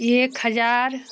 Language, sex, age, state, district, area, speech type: Hindi, female, 30-45, Uttar Pradesh, Jaunpur, rural, spontaneous